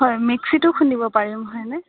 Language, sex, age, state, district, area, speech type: Assamese, female, 18-30, Assam, Sonitpur, urban, conversation